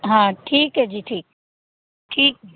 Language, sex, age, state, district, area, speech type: Punjabi, female, 30-45, Punjab, Fazilka, rural, conversation